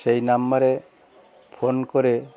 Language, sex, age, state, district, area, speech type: Bengali, male, 60+, West Bengal, Bankura, urban, spontaneous